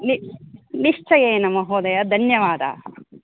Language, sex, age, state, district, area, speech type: Sanskrit, female, 30-45, Telangana, Karimnagar, urban, conversation